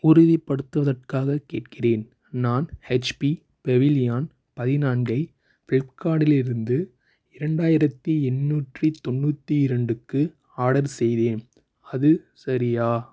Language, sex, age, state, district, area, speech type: Tamil, male, 18-30, Tamil Nadu, Thanjavur, rural, read